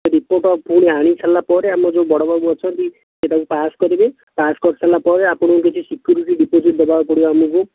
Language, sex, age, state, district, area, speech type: Odia, male, 18-30, Odisha, Jajpur, rural, conversation